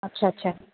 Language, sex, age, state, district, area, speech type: Urdu, female, 18-30, Telangana, Hyderabad, urban, conversation